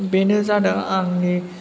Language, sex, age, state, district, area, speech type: Bodo, male, 18-30, Assam, Chirang, rural, spontaneous